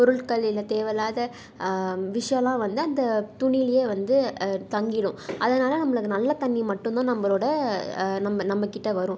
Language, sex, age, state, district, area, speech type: Tamil, female, 18-30, Tamil Nadu, Salem, urban, spontaneous